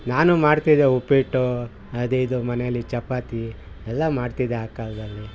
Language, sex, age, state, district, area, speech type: Kannada, male, 60+, Karnataka, Mysore, rural, spontaneous